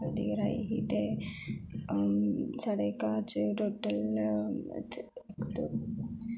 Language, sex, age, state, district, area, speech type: Dogri, female, 18-30, Jammu and Kashmir, Jammu, rural, spontaneous